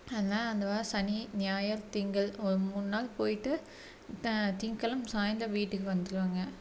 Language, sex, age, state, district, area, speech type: Tamil, female, 30-45, Tamil Nadu, Tiruppur, urban, spontaneous